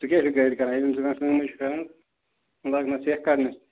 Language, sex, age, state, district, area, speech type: Kashmiri, male, 18-30, Jammu and Kashmir, Ganderbal, rural, conversation